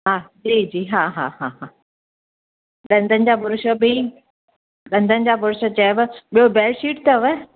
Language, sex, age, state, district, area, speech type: Sindhi, female, 60+, Maharashtra, Thane, urban, conversation